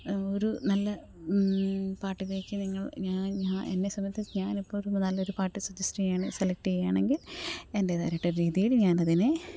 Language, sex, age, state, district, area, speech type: Malayalam, female, 30-45, Kerala, Alappuzha, rural, spontaneous